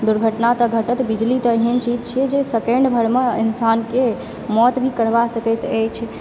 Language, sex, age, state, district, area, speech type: Maithili, female, 18-30, Bihar, Supaul, urban, spontaneous